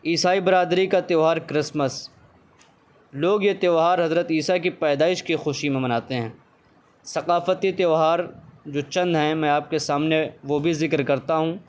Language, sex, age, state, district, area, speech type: Urdu, male, 18-30, Uttar Pradesh, Saharanpur, urban, spontaneous